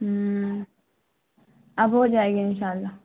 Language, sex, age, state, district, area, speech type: Urdu, female, 18-30, Bihar, Khagaria, rural, conversation